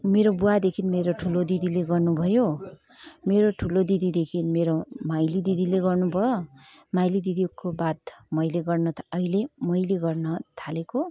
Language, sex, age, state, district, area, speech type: Nepali, female, 18-30, West Bengal, Kalimpong, rural, spontaneous